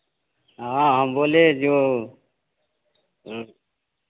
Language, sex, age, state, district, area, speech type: Hindi, male, 30-45, Bihar, Begusarai, rural, conversation